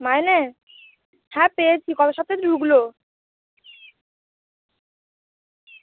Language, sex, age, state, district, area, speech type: Bengali, female, 18-30, West Bengal, Uttar Dinajpur, urban, conversation